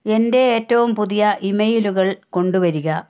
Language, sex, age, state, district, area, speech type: Malayalam, female, 45-60, Kerala, Wayanad, rural, read